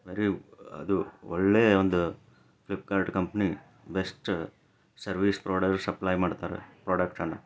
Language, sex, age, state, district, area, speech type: Kannada, male, 30-45, Karnataka, Chikkaballapur, urban, spontaneous